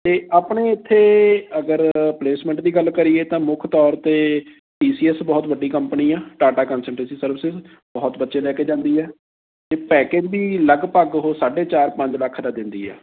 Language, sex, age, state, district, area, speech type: Punjabi, male, 30-45, Punjab, Amritsar, rural, conversation